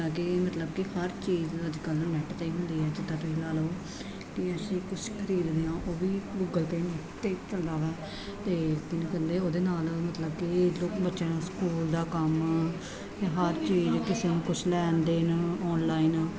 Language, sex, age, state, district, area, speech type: Punjabi, female, 30-45, Punjab, Gurdaspur, urban, spontaneous